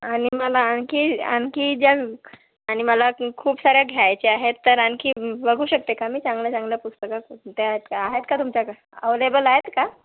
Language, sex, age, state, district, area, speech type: Marathi, female, 60+, Maharashtra, Nagpur, urban, conversation